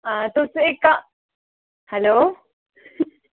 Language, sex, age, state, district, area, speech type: Dogri, female, 30-45, Jammu and Kashmir, Udhampur, urban, conversation